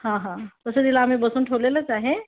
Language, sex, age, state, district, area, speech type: Marathi, female, 18-30, Maharashtra, Yavatmal, rural, conversation